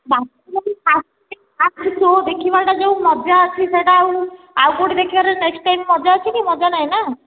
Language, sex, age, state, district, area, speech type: Odia, female, 18-30, Odisha, Nayagarh, rural, conversation